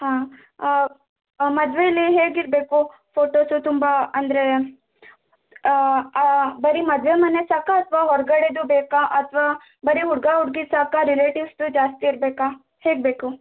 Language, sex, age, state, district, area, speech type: Kannada, female, 18-30, Karnataka, Shimoga, rural, conversation